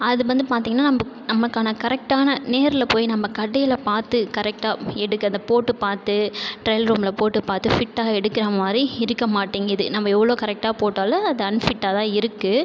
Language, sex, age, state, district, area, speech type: Tamil, male, 30-45, Tamil Nadu, Cuddalore, rural, spontaneous